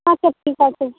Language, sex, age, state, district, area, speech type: Bengali, female, 45-60, West Bengal, Uttar Dinajpur, urban, conversation